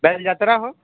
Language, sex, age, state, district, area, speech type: Odia, male, 45-60, Odisha, Nuapada, urban, conversation